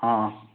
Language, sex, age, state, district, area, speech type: Odia, male, 45-60, Odisha, Nuapada, urban, conversation